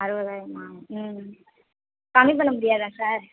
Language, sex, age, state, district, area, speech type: Tamil, female, 18-30, Tamil Nadu, Madurai, urban, conversation